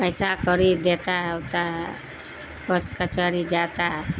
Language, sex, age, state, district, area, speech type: Urdu, female, 60+, Bihar, Darbhanga, rural, spontaneous